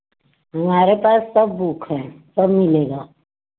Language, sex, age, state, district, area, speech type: Hindi, female, 60+, Uttar Pradesh, Varanasi, rural, conversation